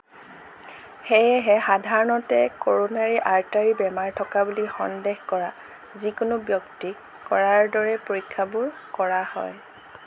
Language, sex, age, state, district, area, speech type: Assamese, female, 30-45, Assam, Lakhimpur, rural, read